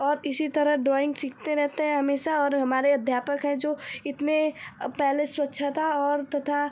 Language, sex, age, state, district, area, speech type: Hindi, female, 18-30, Uttar Pradesh, Ghazipur, rural, spontaneous